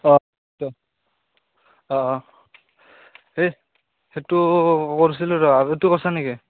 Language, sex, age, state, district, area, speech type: Assamese, male, 18-30, Assam, Barpeta, rural, conversation